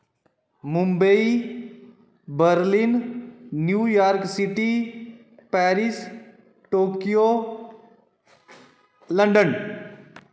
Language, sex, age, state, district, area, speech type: Dogri, male, 30-45, Jammu and Kashmir, Udhampur, rural, spontaneous